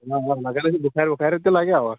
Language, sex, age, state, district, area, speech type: Kashmiri, male, 30-45, Jammu and Kashmir, Kulgam, rural, conversation